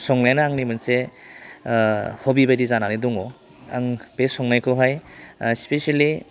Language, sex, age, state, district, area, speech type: Bodo, male, 30-45, Assam, Udalguri, urban, spontaneous